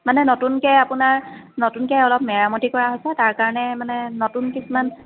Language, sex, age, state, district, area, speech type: Assamese, female, 30-45, Assam, Dibrugarh, urban, conversation